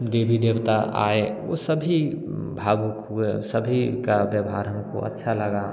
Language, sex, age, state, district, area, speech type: Hindi, male, 30-45, Bihar, Samastipur, urban, spontaneous